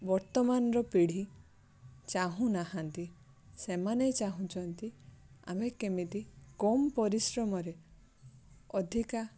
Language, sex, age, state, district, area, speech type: Odia, female, 30-45, Odisha, Balasore, rural, spontaneous